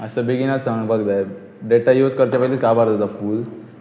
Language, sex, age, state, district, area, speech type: Goan Konkani, male, 18-30, Goa, Pernem, rural, spontaneous